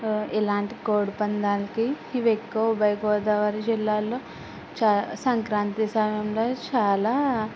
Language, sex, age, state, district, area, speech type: Telugu, female, 18-30, Andhra Pradesh, Eluru, rural, spontaneous